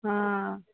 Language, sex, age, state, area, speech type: Sanskrit, female, 18-30, Goa, urban, conversation